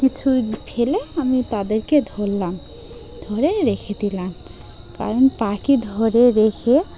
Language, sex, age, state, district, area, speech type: Bengali, female, 30-45, West Bengal, Dakshin Dinajpur, urban, spontaneous